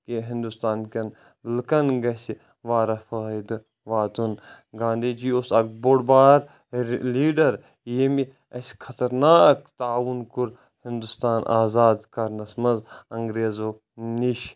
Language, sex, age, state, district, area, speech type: Kashmiri, male, 30-45, Jammu and Kashmir, Kulgam, rural, spontaneous